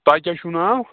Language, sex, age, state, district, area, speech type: Kashmiri, male, 18-30, Jammu and Kashmir, Pulwama, rural, conversation